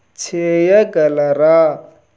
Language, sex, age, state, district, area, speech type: Telugu, male, 30-45, Andhra Pradesh, Nellore, rural, read